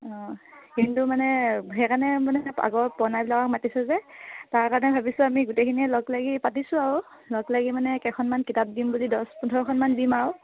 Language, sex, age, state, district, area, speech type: Assamese, female, 18-30, Assam, Sivasagar, rural, conversation